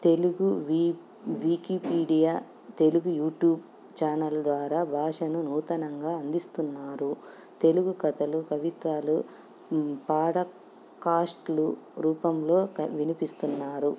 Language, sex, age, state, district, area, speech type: Telugu, female, 45-60, Andhra Pradesh, Anantapur, urban, spontaneous